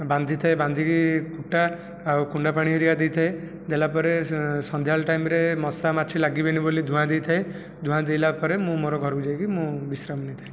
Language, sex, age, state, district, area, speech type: Odia, male, 18-30, Odisha, Jajpur, rural, spontaneous